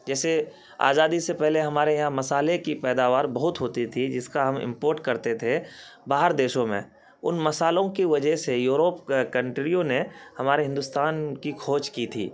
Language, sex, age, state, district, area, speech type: Urdu, male, 30-45, Bihar, Khagaria, rural, spontaneous